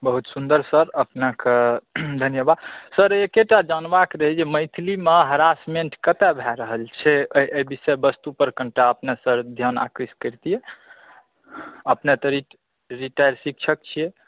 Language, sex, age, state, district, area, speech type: Maithili, male, 60+, Bihar, Saharsa, urban, conversation